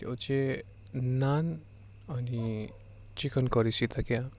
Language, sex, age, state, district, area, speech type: Nepali, male, 18-30, West Bengal, Darjeeling, rural, spontaneous